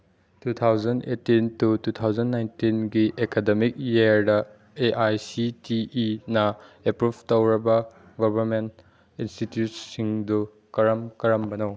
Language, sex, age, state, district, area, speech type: Manipuri, male, 18-30, Manipur, Chandel, rural, read